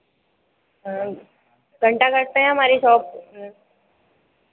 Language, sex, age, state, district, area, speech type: Hindi, female, 30-45, Madhya Pradesh, Harda, urban, conversation